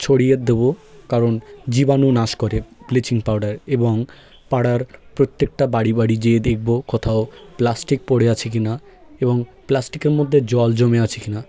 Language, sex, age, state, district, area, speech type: Bengali, male, 18-30, West Bengal, South 24 Parganas, rural, spontaneous